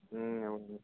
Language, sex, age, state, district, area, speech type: Telugu, male, 18-30, Andhra Pradesh, Kakinada, rural, conversation